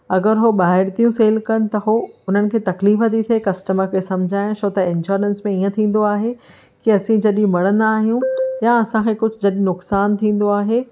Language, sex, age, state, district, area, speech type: Sindhi, female, 30-45, Maharashtra, Thane, urban, spontaneous